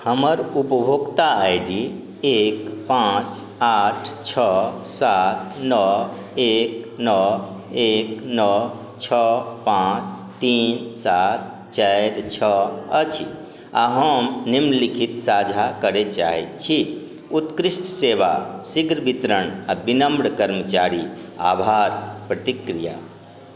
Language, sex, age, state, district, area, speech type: Maithili, male, 60+, Bihar, Madhubani, rural, read